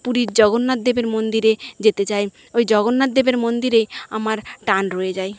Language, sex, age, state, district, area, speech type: Bengali, female, 45-60, West Bengal, Jhargram, rural, spontaneous